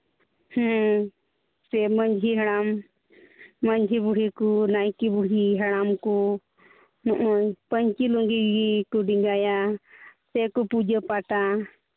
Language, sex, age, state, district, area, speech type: Santali, female, 30-45, Jharkhand, Pakur, rural, conversation